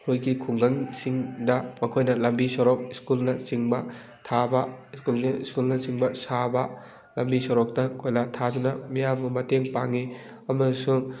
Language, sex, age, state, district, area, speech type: Manipuri, male, 18-30, Manipur, Thoubal, rural, spontaneous